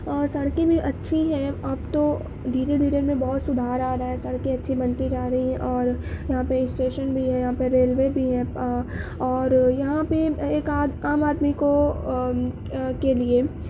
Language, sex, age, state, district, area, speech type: Urdu, female, 18-30, Uttar Pradesh, Mau, urban, spontaneous